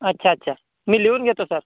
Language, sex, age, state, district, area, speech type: Marathi, male, 18-30, Maharashtra, Washim, rural, conversation